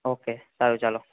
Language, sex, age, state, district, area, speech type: Gujarati, male, 18-30, Gujarat, Ahmedabad, urban, conversation